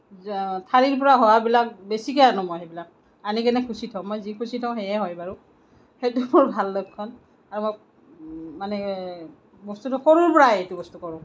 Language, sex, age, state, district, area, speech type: Assamese, female, 45-60, Assam, Kamrup Metropolitan, urban, spontaneous